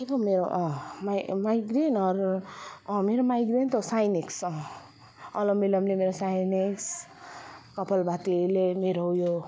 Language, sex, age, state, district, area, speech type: Nepali, female, 30-45, West Bengal, Alipurduar, urban, spontaneous